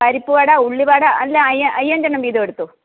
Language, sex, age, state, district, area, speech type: Malayalam, female, 45-60, Kerala, Kottayam, urban, conversation